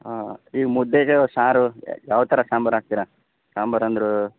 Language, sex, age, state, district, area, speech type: Kannada, male, 30-45, Karnataka, Chikkaballapur, urban, conversation